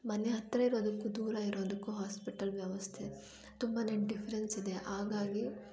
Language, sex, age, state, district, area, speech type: Kannada, female, 18-30, Karnataka, Kolar, urban, spontaneous